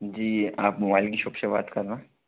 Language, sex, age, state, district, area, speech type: Hindi, male, 18-30, Madhya Pradesh, Bhopal, urban, conversation